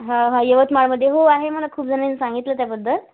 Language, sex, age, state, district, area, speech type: Marathi, female, 18-30, Maharashtra, Yavatmal, rural, conversation